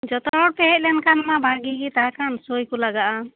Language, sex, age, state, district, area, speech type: Santali, female, 30-45, West Bengal, Birbhum, rural, conversation